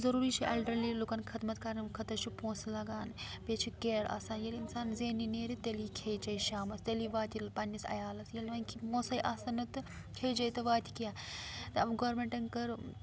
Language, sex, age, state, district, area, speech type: Kashmiri, female, 18-30, Jammu and Kashmir, Srinagar, rural, spontaneous